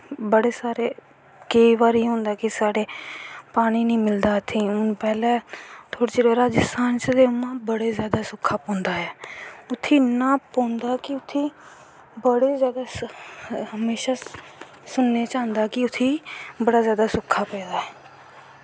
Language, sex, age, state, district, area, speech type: Dogri, female, 18-30, Jammu and Kashmir, Kathua, rural, spontaneous